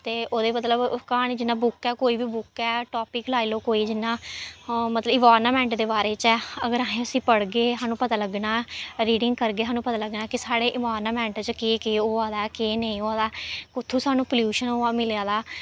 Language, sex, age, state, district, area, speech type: Dogri, female, 18-30, Jammu and Kashmir, Samba, rural, spontaneous